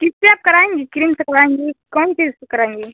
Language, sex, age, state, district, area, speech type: Hindi, female, 30-45, Uttar Pradesh, Chandauli, rural, conversation